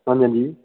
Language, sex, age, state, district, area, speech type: Dogri, female, 30-45, Jammu and Kashmir, Jammu, urban, conversation